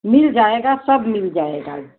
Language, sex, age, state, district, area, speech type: Hindi, female, 60+, Uttar Pradesh, Chandauli, urban, conversation